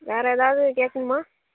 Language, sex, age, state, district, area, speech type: Tamil, female, 18-30, Tamil Nadu, Nagapattinam, urban, conversation